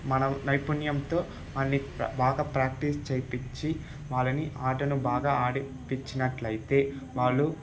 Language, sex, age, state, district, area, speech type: Telugu, male, 18-30, Andhra Pradesh, Sri Balaji, rural, spontaneous